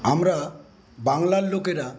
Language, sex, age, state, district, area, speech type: Bengali, male, 60+, West Bengal, Paschim Medinipur, rural, spontaneous